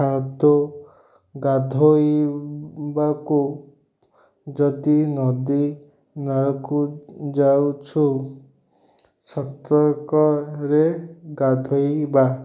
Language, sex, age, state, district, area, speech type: Odia, male, 30-45, Odisha, Ganjam, urban, spontaneous